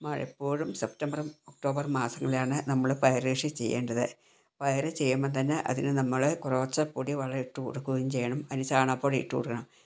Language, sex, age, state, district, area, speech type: Malayalam, female, 60+, Kerala, Wayanad, rural, spontaneous